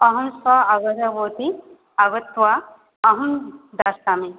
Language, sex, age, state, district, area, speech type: Sanskrit, female, 18-30, West Bengal, South 24 Parganas, rural, conversation